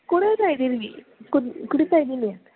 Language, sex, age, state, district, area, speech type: Kannada, female, 45-60, Karnataka, Davanagere, urban, conversation